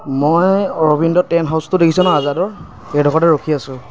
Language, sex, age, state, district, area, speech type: Assamese, male, 45-60, Assam, Lakhimpur, rural, spontaneous